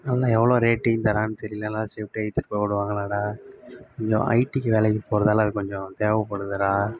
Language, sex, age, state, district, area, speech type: Tamil, male, 18-30, Tamil Nadu, Kallakurichi, rural, spontaneous